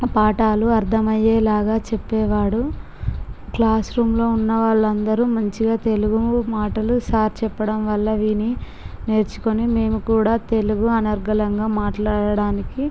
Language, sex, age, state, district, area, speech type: Telugu, female, 18-30, Andhra Pradesh, Visakhapatnam, urban, spontaneous